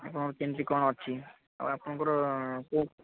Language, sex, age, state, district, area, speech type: Odia, male, 18-30, Odisha, Cuttack, urban, conversation